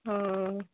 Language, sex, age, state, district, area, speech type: Kannada, female, 45-60, Karnataka, Kolar, rural, conversation